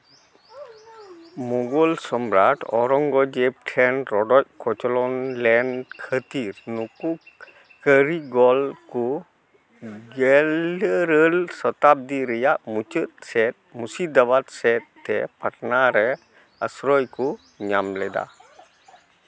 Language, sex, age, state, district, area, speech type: Santali, male, 45-60, West Bengal, Malda, rural, read